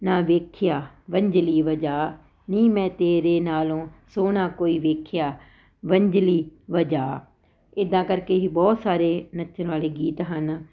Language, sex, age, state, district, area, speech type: Punjabi, female, 45-60, Punjab, Ludhiana, urban, spontaneous